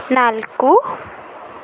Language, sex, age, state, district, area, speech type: Kannada, female, 30-45, Karnataka, Shimoga, rural, read